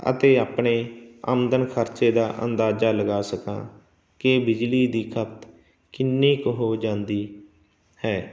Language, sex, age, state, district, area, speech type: Punjabi, male, 45-60, Punjab, Barnala, rural, spontaneous